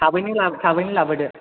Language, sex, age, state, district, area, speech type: Bodo, male, 18-30, Assam, Chirang, rural, conversation